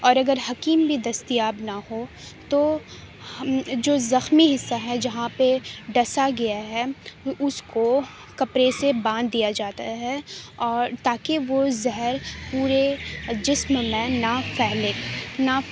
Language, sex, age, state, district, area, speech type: Urdu, female, 30-45, Uttar Pradesh, Aligarh, rural, spontaneous